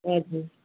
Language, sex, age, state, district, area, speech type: Nepali, female, 45-60, West Bengal, Darjeeling, rural, conversation